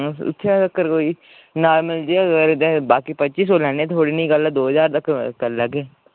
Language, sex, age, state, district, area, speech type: Dogri, male, 18-30, Jammu and Kashmir, Udhampur, rural, conversation